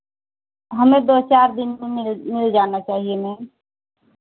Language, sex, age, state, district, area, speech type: Hindi, female, 45-60, Uttar Pradesh, Pratapgarh, rural, conversation